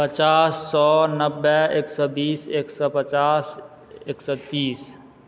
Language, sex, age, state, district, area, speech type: Maithili, male, 30-45, Bihar, Supaul, urban, spontaneous